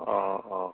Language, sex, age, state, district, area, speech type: Assamese, male, 60+, Assam, Lakhimpur, urban, conversation